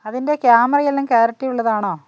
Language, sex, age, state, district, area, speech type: Malayalam, female, 60+, Kerala, Wayanad, rural, spontaneous